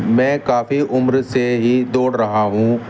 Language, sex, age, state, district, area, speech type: Urdu, male, 30-45, Uttar Pradesh, Muzaffarnagar, rural, spontaneous